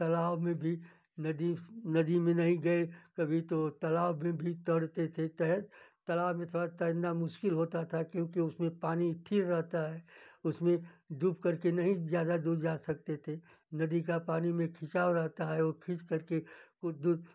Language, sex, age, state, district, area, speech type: Hindi, male, 60+, Uttar Pradesh, Ghazipur, rural, spontaneous